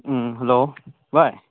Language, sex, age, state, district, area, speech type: Manipuri, male, 30-45, Manipur, Chandel, rural, conversation